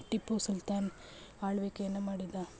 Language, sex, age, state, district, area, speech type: Kannada, female, 30-45, Karnataka, Mandya, urban, spontaneous